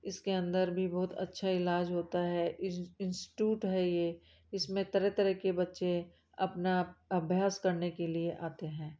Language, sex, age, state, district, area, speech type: Hindi, female, 30-45, Rajasthan, Jaipur, urban, spontaneous